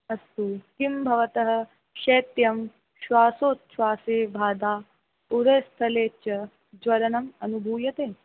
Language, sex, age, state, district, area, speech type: Sanskrit, female, 18-30, Rajasthan, Jaipur, urban, conversation